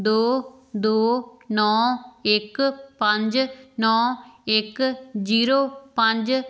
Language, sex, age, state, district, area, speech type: Punjabi, female, 18-30, Punjab, Tarn Taran, rural, read